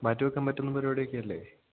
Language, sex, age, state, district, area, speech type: Malayalam, male, 18-30, Kerala, Idukki, rural, conversation